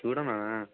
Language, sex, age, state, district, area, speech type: Telugu, male, 18-30, Andhra Pradesh, Kadapa, rural, conversation